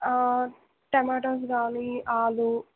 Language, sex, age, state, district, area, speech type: Telugu, female, 18-30, Telangana, Mancherial, rural, conversation